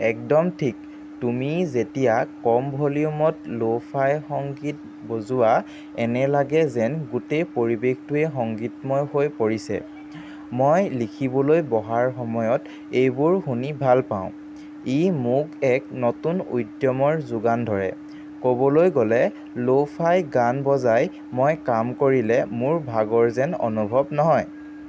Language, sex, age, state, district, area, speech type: Assamese, male, 18-30, Assam, Jorhat, urban, read